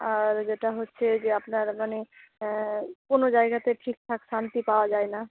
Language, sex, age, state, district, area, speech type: Bengali, female, 30-45, West Bengal, Malda, urban, conversation